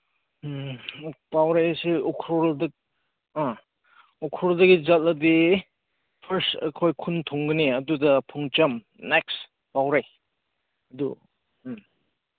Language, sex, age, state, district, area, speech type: Manipuri, male, 30-45, Manipur, Ukhrul, urban, conversation